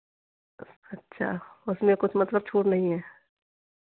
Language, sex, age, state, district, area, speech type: Hindi, female, 45-60, Uttar Pradesh, Hardoi, rural, conversation